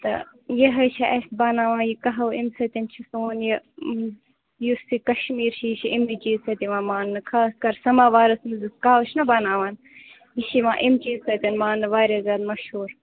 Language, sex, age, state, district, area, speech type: Kashmiri, female, 30-45, Jammu and Kashmir, Bandipora, rural, conversation